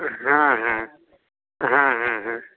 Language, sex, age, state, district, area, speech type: Bengali, male, 60+, West Bengal, Dakshin Dinajpur, rural, conversation